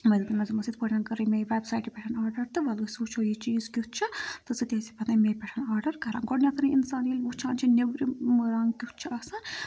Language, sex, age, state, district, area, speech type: Kashmiri, female, 18-30, Jammu and Kashmir, Budgam, rural, spontaneous